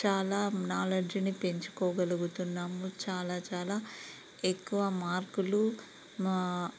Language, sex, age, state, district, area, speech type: Telugu, female, 30-45, Telangana, Peddapalli, rural, spontaneous